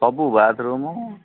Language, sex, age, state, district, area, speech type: Odia, male, 45-60, Odisha, Sambalpur, rural, conversation